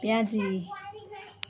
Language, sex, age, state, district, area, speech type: Bengali, female, 60+, West Bengal, Birbhum, urban, spontaneous